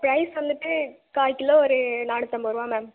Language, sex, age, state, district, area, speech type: Tamil, female, 18-30, Tamil Nadu, Thanjavur, urban, conversation